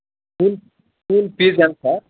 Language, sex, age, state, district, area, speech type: Telugu, male, 45-60, Andhra Pradesh, Sri Balaji, rural, conversation